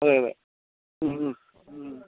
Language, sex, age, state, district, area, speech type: Malayalam, male, 45-60, Kerala, Thiruvananthapuram, rural, conversation